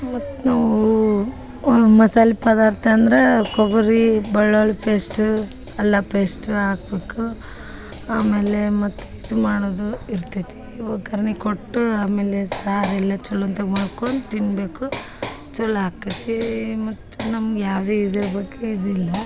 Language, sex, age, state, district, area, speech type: Kannada, female, 30-45, Karnataka, Dharwad, urban, spontaneous